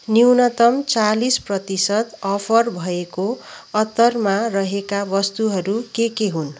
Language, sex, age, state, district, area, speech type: Nepali, female, 30-45, West Bengal, Kalimpong, rural, read